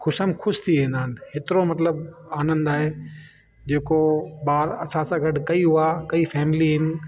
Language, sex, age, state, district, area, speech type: Sindhi, male, 30-45, Delhi, South Delhi, urban, spontaneous